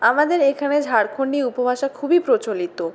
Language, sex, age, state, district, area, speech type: Bengali, female, 60+, West Bengal, Purulia, urban, spontaneous